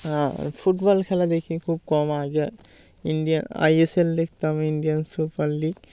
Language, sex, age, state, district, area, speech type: Bengali, male, 18-30, West Bengal, Birbhum, urban, spontaneous